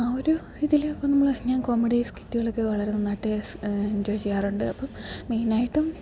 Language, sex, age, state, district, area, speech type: Malayalam, female, 30-45, Kerala, Idukki, rural, spontaneous